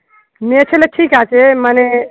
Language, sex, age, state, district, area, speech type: Bengali, female, 45-60, West Bengal, Dakshin Dinajpur, urban, conversation